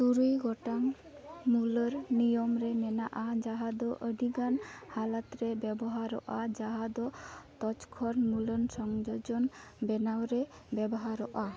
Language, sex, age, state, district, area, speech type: Santali, female, 18-30, West Bengal, Dakshin Dinajpur, rural, read